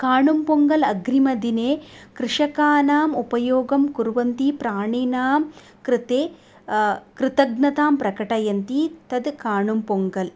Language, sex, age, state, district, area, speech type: Sanskrit, female, 30-45, Tamil Nadu, Coimbatore, rural, spontaneous